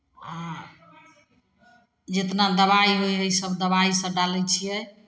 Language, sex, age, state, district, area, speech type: Maithili, female, 45-60, Bihar, Samastipur, rural, spontaneous